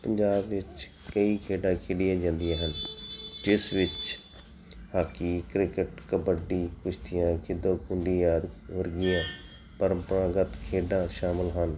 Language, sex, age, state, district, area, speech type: Punjabi, male, 45-60, Punjab, Tarn Taran, urban, spontaneous